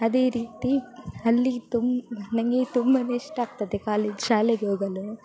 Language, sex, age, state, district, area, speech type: Kannada, female, 18-30, Karnataka, Udupi, rural, spontaneous